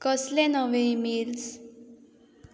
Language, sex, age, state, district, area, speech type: Goan Konkani, female, 18-30, Goa, Quepem, rural, read